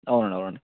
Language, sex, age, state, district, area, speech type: Telugu, male, 45-60, Telangana, Peddapalli, urban, conversation